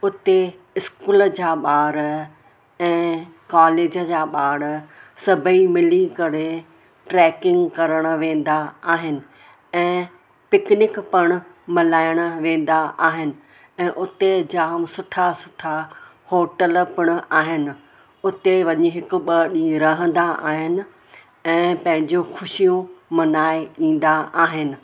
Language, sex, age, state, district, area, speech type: Sindhi, female, 60+, Maharashtra, Mumbai Suburban, urban, spontaneous